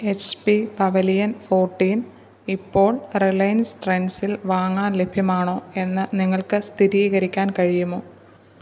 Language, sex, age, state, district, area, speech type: Malayalam, female, 30-45, Kerala, Pathanamthitta, rural, read